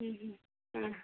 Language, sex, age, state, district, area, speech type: Malayalam, female, 18-30, Kerala, Kozhikode, urban, conversation